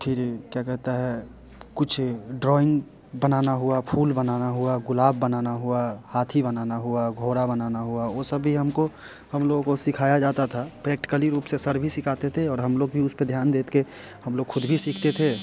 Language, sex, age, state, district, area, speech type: Hindi, male, 30-45, Bihar, Muzaffarpur, rural, spontaneous